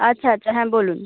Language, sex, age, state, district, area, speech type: Bengali, female, 18-30, West Bengal, North 24 Parganas, rural, conversation